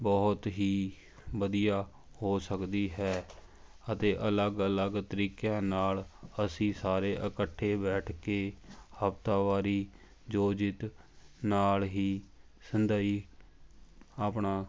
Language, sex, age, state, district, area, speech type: Punjabi, male, 30-45, Punjab, Fatehgarh Sahib, rural, spontaneous